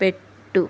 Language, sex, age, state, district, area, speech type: Telugu, female, 60+, Andhra Pradesh, West Godavari, rural, read